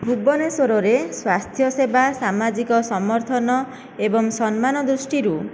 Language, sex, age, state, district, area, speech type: Odia, female, 18-30, Odisha, Nayagarh, rural, spontaneous